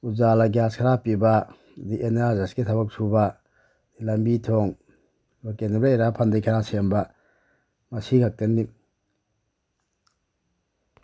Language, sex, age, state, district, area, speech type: Manipuri, male, 30-45, Manipur, Bishnupur, rural, spontaneous